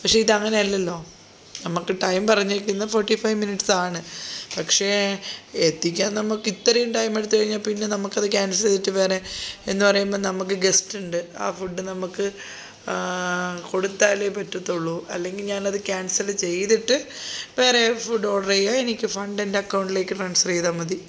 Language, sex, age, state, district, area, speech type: Malayalam, female, 30-45, Kerala, Thiruvananthapuram, rural, spontaneous